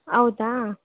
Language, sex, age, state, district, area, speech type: Kannada, female, 18-30, Karnataka, Davanagere, rural, conversation